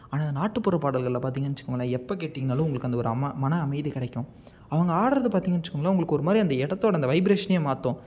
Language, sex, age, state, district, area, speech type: Tamil, male, 18-30, Tamil Nadu, Salem, rural, spontaneous